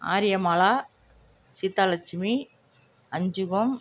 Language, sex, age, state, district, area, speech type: Tamil, female, 45-60, Tamil Nadu, Nagapattinam, rural, spontaneous